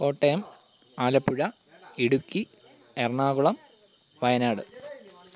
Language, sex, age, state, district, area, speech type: Malayalam, male, 18-30, Kerala, Kottayam, rural, spontaneous